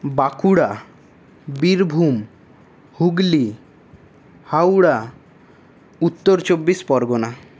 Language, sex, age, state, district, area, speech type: Bengali, male, 30-45, West Bengal, Paschim Bardhaman, urban, spontaneous